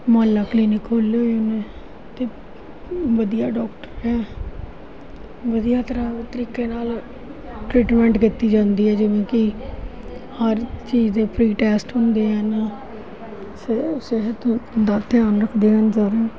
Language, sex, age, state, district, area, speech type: Punjabi, female, 45-60, Punjab, Gurdaspur, urban, spontaneous